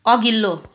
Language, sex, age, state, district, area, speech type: Nepali, female, 45-60, West Bengal, Kalimpong, rural, read